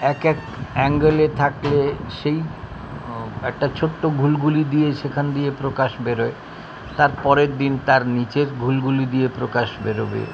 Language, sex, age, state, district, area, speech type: Bengali, male, 60+, West Bengal, Kolkata, urban, spontaneous